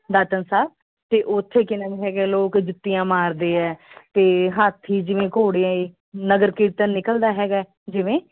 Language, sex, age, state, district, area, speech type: Punjabi, female, 30-45, Punjab, Muktsar, urban, conversation